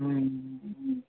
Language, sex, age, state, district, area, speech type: Tamil, male, 18-30, Tamil Nadu, Tiruvannamalai, urban, conversation